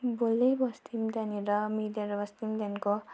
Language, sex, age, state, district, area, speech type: Nepali, female, 18-30, West Bengal, Darjeeling, rural, spontaneous